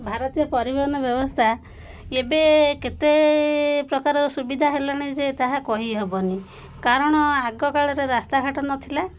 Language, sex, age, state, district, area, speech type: Odia, female, 45-60, Odisha, Koraput, urban, spontaneous